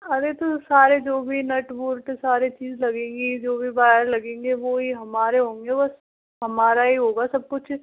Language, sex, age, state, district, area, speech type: Hindi, female, 18-30, Rajasthan, Karauli, rural, conversation